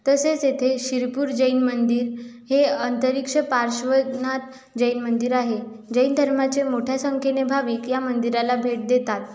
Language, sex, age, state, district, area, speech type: Marathi, female, 18-30, Maharashtra, Washim, rural, spontaneous